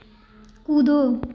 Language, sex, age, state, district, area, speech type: Hindi, female, 18-30, Uttar Pradesh, Varanasi, rural, read